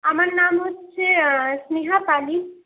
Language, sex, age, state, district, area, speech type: Bengali, female, 30-45, West Bengal, Purulia, urban, conversation